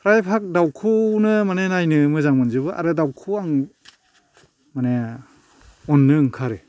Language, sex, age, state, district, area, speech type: Bodo, male, 45-60, Assam, Baksa, rural, spontaneous